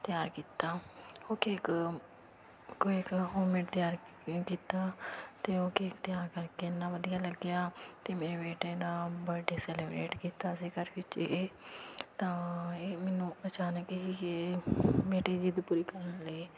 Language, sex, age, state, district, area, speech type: Punjabi, female, 30-45, Punjab, Fatehgarh Sahib, rural, spontaneous